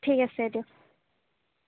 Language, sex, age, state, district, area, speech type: Assamese, female, 18-30, Assam, Golaghat, urban, conversation